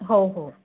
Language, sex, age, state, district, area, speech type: Marathi, female, 30-45, Maharashtra, Nagpur, urban, conversation